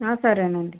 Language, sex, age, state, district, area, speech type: Telugu, female, 60+, Andhra Pradesh, West Godavari, rural, conversation